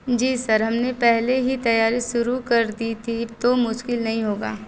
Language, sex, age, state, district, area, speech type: Hindi, female, 30-45, Uttar Pradesh, Azamgarh, rural, read